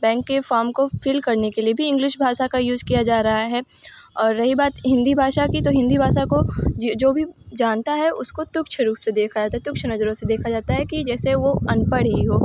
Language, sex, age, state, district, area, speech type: Hindi, female, 18-30, Uttar Pradesh, Bhadohi, rural, spontaneous